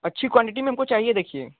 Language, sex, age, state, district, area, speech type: Hindi, male, 18-30, Uttar Pradesh, Chandauli, rural, conversation